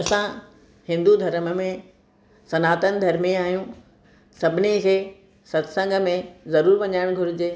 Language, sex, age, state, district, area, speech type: Sindhi, female, 60+, Rajasthan, Ajmer, urban, spontaneous